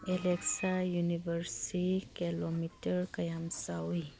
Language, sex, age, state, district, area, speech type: Manipuri, female, 45-60, Manipur, Churachandpur, urban, read